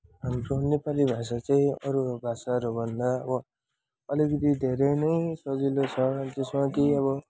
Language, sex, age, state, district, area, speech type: Nepali, male, 18-30, West Bengal, Jalpaiguri, rural, spontaneous